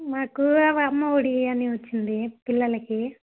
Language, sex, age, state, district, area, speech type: Telugu, female, 18-30, Andhra Pradesh, Sri Balaji, urban, conversation